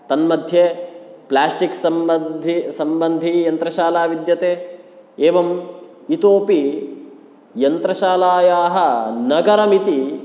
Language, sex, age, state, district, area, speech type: Sanskrit, male, 18-30, Kerala, Kasaragod, rural, spontaneous